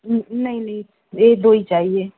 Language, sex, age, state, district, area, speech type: Hindi, female, 30-45, Madhya Pradesh, Bhopal, urban, conversation